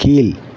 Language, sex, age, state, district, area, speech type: Tamil, male, 45-60, Tamil Nadu, Thoothukudi, urban, read